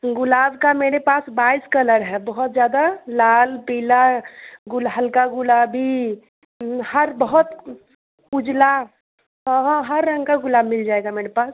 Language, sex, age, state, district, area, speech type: Hindi, female, 18-30, Bihar, Muzaffarpur, urban, conversation